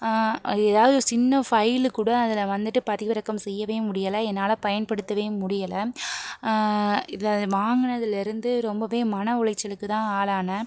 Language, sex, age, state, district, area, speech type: Tamil, female, 30-45, Tamil Nadu, Pudukkottai, urban, spontaneous